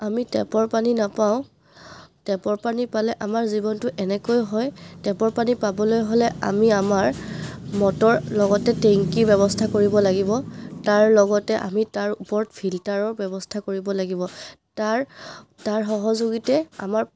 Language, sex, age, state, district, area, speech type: Assamese, female, 30-45, Assam, Charaideo, urban, spontaneous